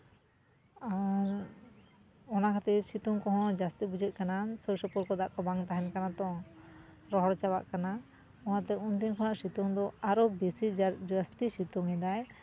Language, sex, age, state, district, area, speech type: Santali, female, 30-45, West Bengal, Jhargram, rural, spontaneous